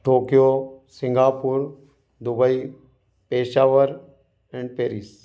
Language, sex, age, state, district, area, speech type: Hindi, male, 45-60, Madhya Pradesh, Ujjain, urban, spontaneous